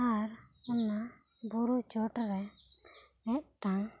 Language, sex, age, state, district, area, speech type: Santali, female, 18-30, West Bengal, Bankura, rural, spontaneous